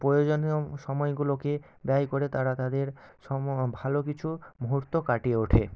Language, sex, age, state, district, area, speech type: Bengali, male, 18-30, West Bengal, Nadia, urban, spontaneous